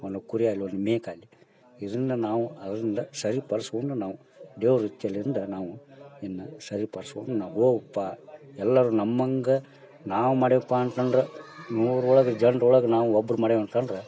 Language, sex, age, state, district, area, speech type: Kannada, male, 30-45, Karnataka, Dharwad, rural, spontaneous